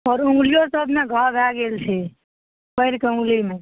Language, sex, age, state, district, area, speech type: Maithili, female, 18-30, Bihar, Madhepura, urban, conversation